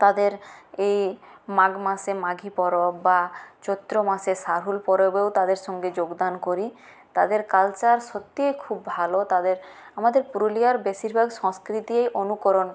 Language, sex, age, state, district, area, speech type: Bengali, female, 30-45, West Bengal, Purulia, rural, spontaneous